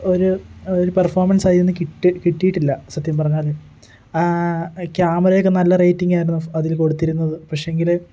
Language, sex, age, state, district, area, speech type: Malayalam, male, 18-30, Kerala, Kottayam, rural, spontaneous